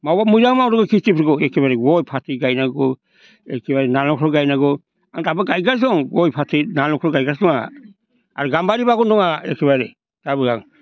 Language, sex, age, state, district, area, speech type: Bodo, male, 60+, Assam, Baksa, urban, spontaneous